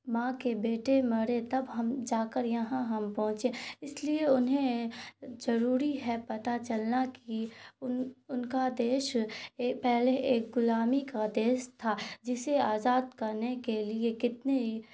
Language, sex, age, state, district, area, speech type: Urdu, female, 18-30, Bihar, Khagaria, rural, spontaneous